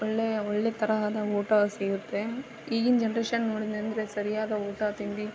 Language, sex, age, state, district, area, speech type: Kannada, female, 18-30, Karnataka, Koppal, rural, spontaneous